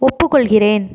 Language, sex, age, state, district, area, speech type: Tamil, female, 18-30, Tamil Nadu, Tiruvarur, rural, read